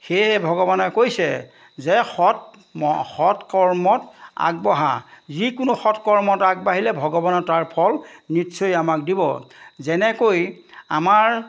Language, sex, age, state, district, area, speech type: Assamese, male, 60+, Assam, Majuli, urban, spontaneous